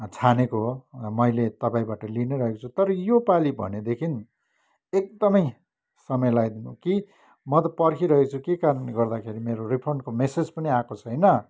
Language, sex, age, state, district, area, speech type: Nepali, male, 45-60, West Bengal, Kalimpong, rural, spontaneous